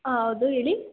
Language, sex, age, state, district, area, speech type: Kannada, female, 18-30, Karnataka, Hassan, urban, conversation